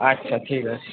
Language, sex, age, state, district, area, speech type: Bengali, male, 18-30, West Bengal, Purba Bardhaman, urban, conversation